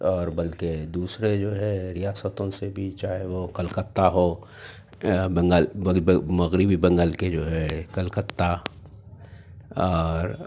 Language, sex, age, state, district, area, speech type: Urdu, male, 30-45, Telangana, Hyderabad, urban, spontaneous